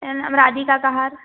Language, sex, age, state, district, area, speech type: Hindi, female, 18-30, Madhya Pradesh, Harda, urban, conversation